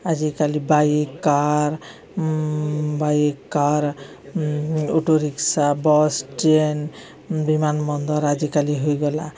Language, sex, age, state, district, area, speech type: Odia, female, 45-60, Odisha, Subarnapur, urban, spontaneous